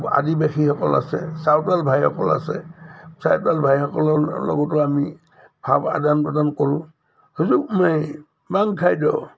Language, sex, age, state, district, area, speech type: Assamese, male, 60+, Assam, Udalguri, rural, spontaneous